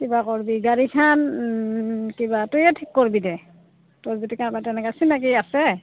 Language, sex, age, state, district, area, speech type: Assamese, female, 45-60, Assam, Goalpara, urban, conversation